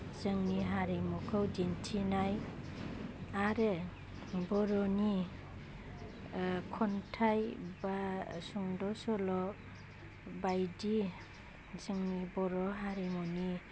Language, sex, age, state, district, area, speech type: Bodo, female, 30-45, Assam, Baksa, rural, spontaneous